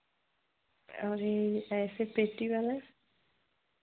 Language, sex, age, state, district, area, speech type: Hindi, female, 30-45, Uttar Pradesh, Chandauli, urban, conversation